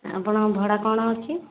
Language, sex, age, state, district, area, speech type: Odia, female, 45-60, Odisha, Jajpur, rural, conversation